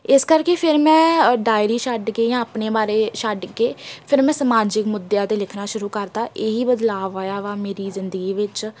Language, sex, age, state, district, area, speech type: Punjabi, female, 18-30, Punjab, Tarn Taran, urban, spontaneous